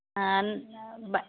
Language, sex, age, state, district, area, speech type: Kannada, female, 60+, Karnataka, Belgaum, rural, conversation